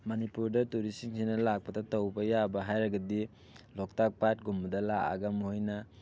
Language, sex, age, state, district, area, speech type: Manipuri, male, 18-30, Manipur, Thoubal, rural, spontaneous